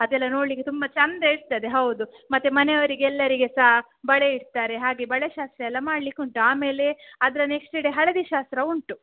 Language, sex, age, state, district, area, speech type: Kannada, female, 18-30, Karnataka, Udupi, rural, conversation